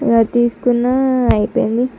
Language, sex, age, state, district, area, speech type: Telugu, female, 45-60, Andhra Pradesh, Visakhapatnam, rural, spontaneous